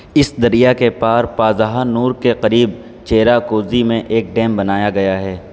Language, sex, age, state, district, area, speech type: Urdu, male, 18-30, Uttar Pradesh, Saharanpur, urban, read